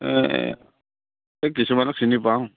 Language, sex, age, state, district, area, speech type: Assamese, male, 45-60, Assam, Charaideo, rural, conversation